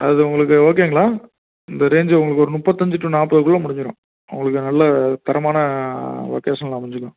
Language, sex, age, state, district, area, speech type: Tamil, male, 30-45, Tamil Nadu, Tiruppur, urban, conversation